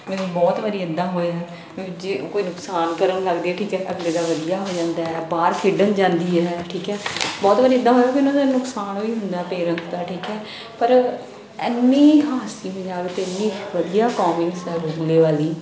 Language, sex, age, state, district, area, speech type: Punjabi, female, 30-45, Punjab, Bathinda, urban, spontaneous